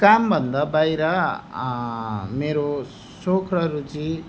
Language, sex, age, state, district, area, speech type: Nepali, male, 30-45, West Bengal, Darjeeling, rural, spontaneous